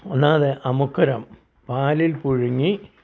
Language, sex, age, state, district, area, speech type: Malayalam, male, 60+, Kerala, Malappuram, rural, spontaneous